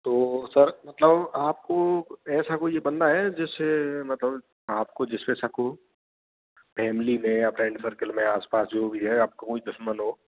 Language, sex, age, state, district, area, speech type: Hindi, male, 18-30, Rajasthan, Bharatpur, urban, conversation